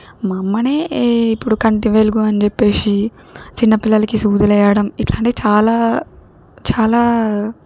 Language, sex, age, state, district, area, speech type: Telugu, female, 18-30, Telangana, Siddipet, rural, spontaneous